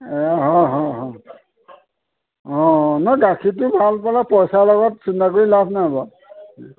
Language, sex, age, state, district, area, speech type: Assamese, male, 45-60, Assam, Majuli, rural, conversation